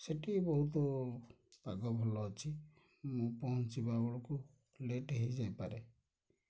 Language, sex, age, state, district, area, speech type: Odia, male, 60+, Odisha, Kendrapara, urban, spontaneous